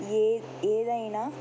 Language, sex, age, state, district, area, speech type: Telugu, female, 18-30, Telangana, Nirmal, rural, spontaneous